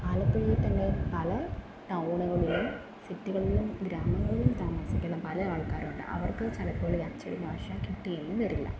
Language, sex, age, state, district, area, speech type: Malayalam, female, 18-30, Kerala, Wayanad, rural, spontaneous